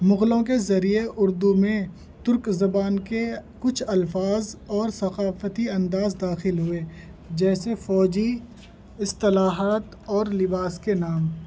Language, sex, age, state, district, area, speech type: Urdu, male, 30-45, Delhi, North East Delhi, urban, spontaneous